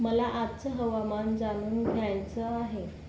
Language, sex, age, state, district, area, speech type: Marathi, female, 30-45, Maharashtra, Yavatmal, rural, read